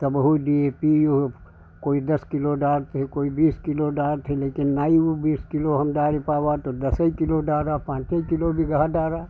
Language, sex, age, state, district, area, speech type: Hindi, male, 60+, Uttar Pradesh, Hardoi, rural, spontaneous